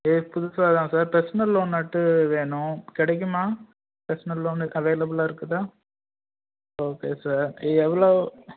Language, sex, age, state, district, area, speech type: Tamil, male, 18-30, Tamil Nadu, Tirunelveli, rural, conversation